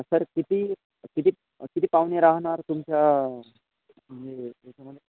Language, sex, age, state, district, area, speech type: Marathi, male, 18-30, Maharashtra, Washim, rural, conversation